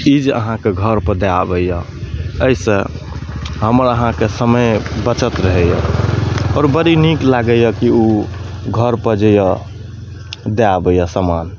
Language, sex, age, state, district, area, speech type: Maithili, male, 30-45, Bihar, Madhepura, urban, spontaneous